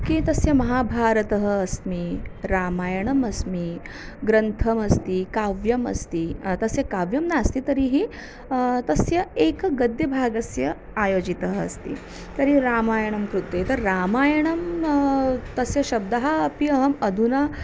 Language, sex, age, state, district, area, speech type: Sanskrit, female, 30-45, Maharashtra, Nagpur, urban, spontaneous